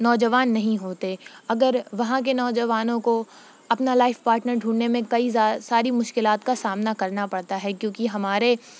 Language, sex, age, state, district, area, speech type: Urdu, female, 18-30, Uttar Pradesh, Shahjahanpur, rural, spontaneous